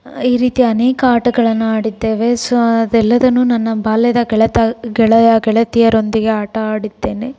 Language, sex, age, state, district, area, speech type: Kannada, female, 30-45, Karnataka, Davanagere, urban, spontaneous